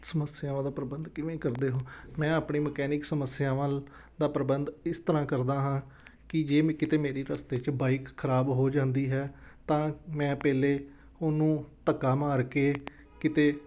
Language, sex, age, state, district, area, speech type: Punjabi, male, 30-45, Punjab, Amritsar, urban, spontaneous